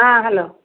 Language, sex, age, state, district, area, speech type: Odia, female, 60+, Odisha, Gajapati, rural, conversation